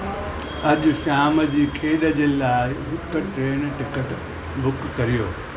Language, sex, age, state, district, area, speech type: Sindhi, male, 45-60, Uttar Pradesh, Lucknow, rural, read